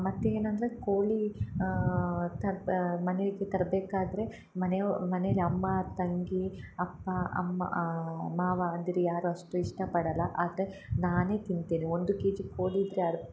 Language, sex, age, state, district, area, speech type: Kannada, female, 18-30, Karnataka, Hassan, urban, spontaneous